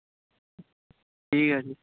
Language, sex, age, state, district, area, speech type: Bengali, male, 18-30, West Bengal, Birbhum, urban, conversation